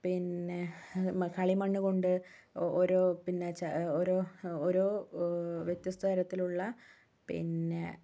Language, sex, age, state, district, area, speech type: Malayalam, female, 45-60, Kerala, Wayanad, rural, spontaneous